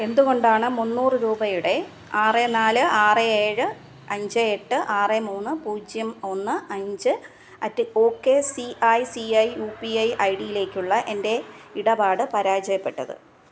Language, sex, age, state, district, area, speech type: Malayalam, female, 30-45, Kerala, Thiruvananthapuram, rural, read